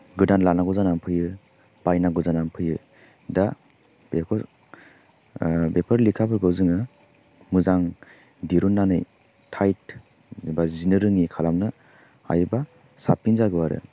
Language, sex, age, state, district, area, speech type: Bodo, male, 30-45, Assam, Chirang, rural, spontaneous